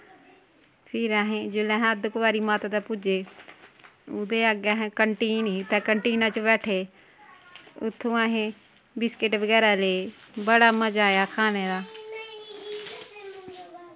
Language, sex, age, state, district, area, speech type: Dogri, female, 30-45, Jammu and Kashmir, Kathua, rural, spontaneous